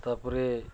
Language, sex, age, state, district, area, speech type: Odia, male, 45-60, Odisha, Nuapada, urban, spontaneous